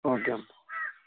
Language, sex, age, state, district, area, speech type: Telugu, male, 30-45, Andhra Pradesh, Vizianagaram, rural, conversation